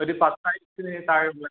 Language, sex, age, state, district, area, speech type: Malayalam, male, 18-30, Kerala, Kannur, rural, conversation